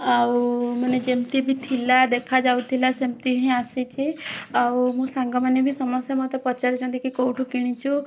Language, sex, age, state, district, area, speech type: Odia, female, 18-30, Odisha, Bhadrak, rural, spontaneous